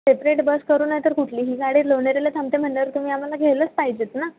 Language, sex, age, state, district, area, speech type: Marathi, female, 18-30, Maharashtra, Pune, rural, conversation